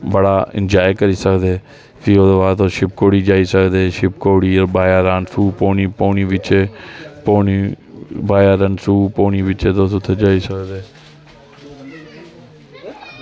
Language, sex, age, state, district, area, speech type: Dogri, male, 30-45, Jammu and Kashmir, Reasi, rural, spontaneous